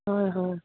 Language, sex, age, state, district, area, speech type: Assamese, female, 45-60, Assam, Dibrugarh, rural, conversation